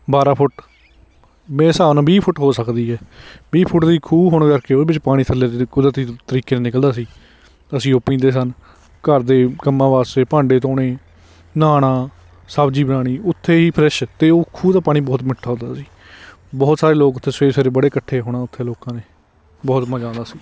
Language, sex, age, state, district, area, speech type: Punjabi, male, 30-45, Punjab, Hoshiarpur, rural, spontaneous